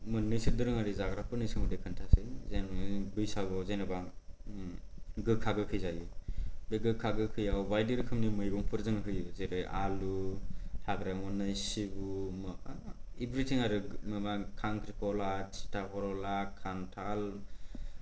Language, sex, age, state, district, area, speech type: Bodo, male, 18-30, Assam, Kokrajhar, urban, spontaneous